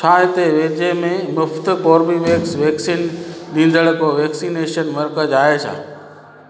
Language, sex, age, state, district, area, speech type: Sindhi, male, 45-60, Gujarat, Junagadh, urban, read